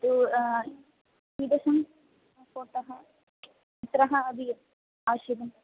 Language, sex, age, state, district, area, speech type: Sanskrit, female, 18-30, Kerala, Thrissur, rural, conversation